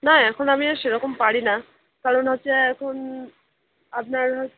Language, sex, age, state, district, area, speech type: Bengali, female, 18-30, West Bengal, Dakshin Dinajpur, urban, conversation